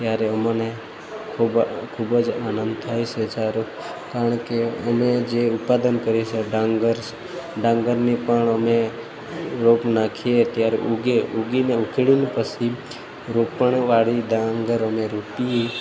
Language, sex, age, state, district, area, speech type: Gujarati, male, 30-45, Gujarat, Narmada, rural, spontaneous